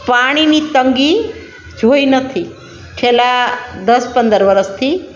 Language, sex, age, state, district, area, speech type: Gujarati, female, 45-60, Gujarat, Rajkot, rural, spontaneous